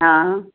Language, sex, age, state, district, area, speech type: Sindhi, female, 60+, Maharashtra, Mumbai Suburban, urban, conversation